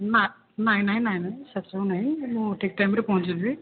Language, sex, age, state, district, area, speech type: Odia, male, 18-30, Odisha, Puri, urban, conversation